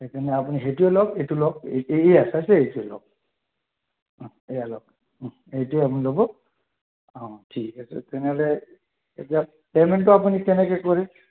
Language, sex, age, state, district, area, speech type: Assamese, male, 30-45, Assam, Sonitpur, rural, conversation